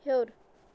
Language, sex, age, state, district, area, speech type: Kashmiri, female, 18-30, Jammu and Kashmir, Kulgam, rural, read